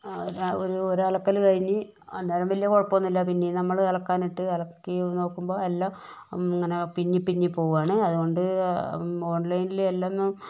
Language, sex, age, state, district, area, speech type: Malayalam, female, 60+, Kerala, Kozhikode, urban, spontaneous